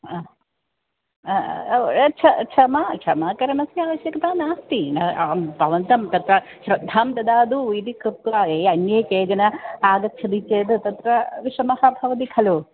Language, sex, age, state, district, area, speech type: Sanskrit, female, 45-60, Kerala, Kottayam, rural, conversation